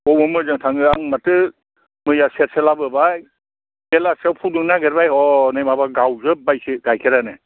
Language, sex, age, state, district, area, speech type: Bodo, male, 60+, Assam, Chirang, rural, conversation